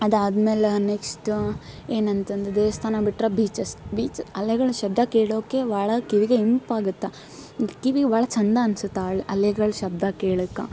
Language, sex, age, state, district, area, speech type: Kannada, female, 18-30, Karnataka, Koppal, urban, spontaneous